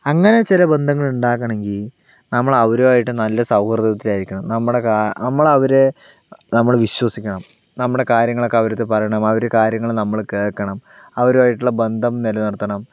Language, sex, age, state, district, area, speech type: Malayalam, male, 60+, Kerala, Palakkad, rural, spontaneous